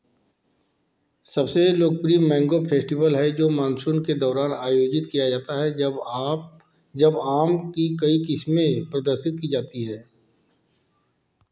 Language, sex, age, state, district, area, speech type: Hindi, male, 45-60, Uttar Pradesh, Varanasi, urban, read